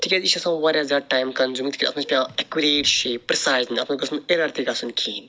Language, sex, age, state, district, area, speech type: Kashmiri, male, 45-60, Jammu and Kashmir, Srinagar, urban, spontaneous